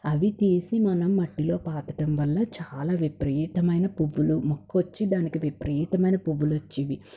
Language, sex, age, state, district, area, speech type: Telugu, female, 30-45, Andhra Pradesh, Palnadu, urban, spontaneous